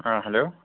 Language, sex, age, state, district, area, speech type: Kashmiri, male, 30-45, Jammu and Kashmir, Srinagar, urban, conversation